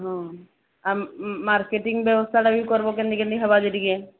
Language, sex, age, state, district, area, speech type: Odia, female, 45-60, Odisha, Sambalpur, rural, conversation